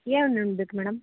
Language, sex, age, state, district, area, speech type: Kannada, female, 45-60, Karnataka, Mandya, rural, conversation